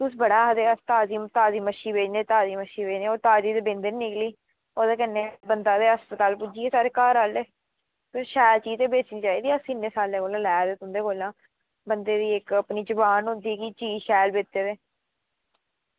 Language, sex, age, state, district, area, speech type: Dogri, female, 30-45, Jammu and Kashmir, Reasi, urban, conversation